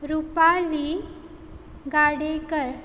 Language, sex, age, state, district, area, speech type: Goan Konkani, female, 18-30, Goa, Quepem, rural, spontaneous